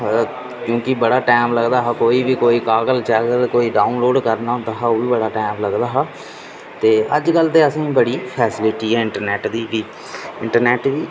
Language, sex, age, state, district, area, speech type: Dogri, male, 18-30, Jammu and Kashmir, Reasi, rural, spontaneous